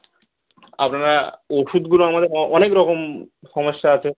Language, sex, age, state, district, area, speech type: Bengali, male, 18-30, West Bengal, Birbhum, urban, conversation